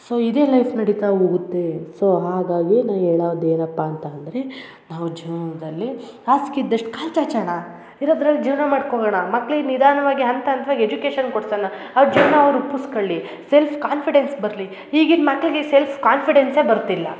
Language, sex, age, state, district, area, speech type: Kannada, female, 30-45, Karnataka, Hassan, rural, spontaneous